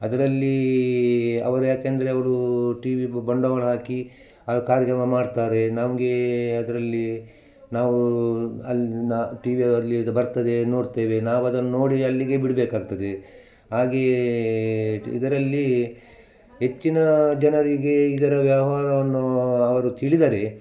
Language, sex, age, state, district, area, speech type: Kannada, male, 60+, Karnataka, Udupi, rural, spontaneous